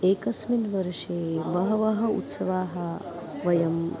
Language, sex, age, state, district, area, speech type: Sanskrit, female, 45-60, Maharashtra, Nagpur, urban, spontaneous